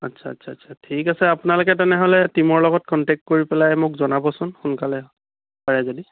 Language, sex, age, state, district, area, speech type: Assamese, male, 30-45, Assam, Biswanath, rural, conversation